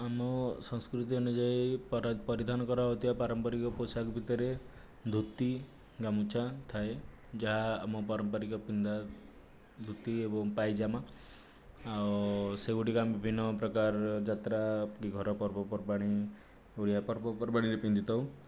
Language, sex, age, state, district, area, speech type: Odia, male, 45-60, Odisha, Nayagarh, rural, spontaneous